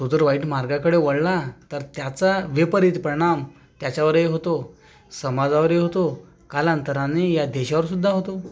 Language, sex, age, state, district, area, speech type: Marathi, male, 30-45, Maharashtra, Akola, rural, spontaneous